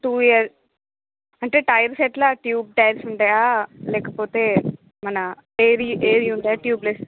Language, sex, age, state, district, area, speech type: Telugu, female, 30-45, Andhra Pradesh, Visakhapatnam, urban, conversation